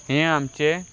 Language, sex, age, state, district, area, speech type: Goan Konkani, male, 18-30, Goa, Salcete, rural, spontaneous